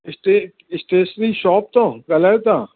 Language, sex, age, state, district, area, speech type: Sindhi, male, 60+, Uttar Pradesh, Lucknow, rural, conversation